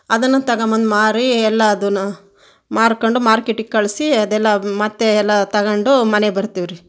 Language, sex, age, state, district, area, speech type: Kannada, female, 45-60, Karnataka, Chitradurga, rural, spontaneous